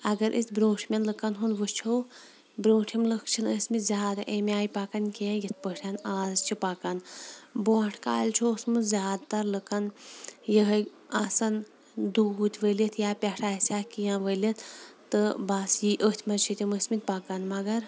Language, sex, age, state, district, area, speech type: Kashmiri, female, 30-45, Jammu and Kashmir, Shopian, urban, spontaneous